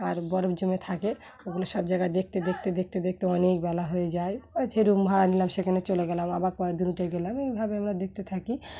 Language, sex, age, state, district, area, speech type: Bengali, female, 30-45, West Bengal, Dakshin Dinajpur, urban, spontaneous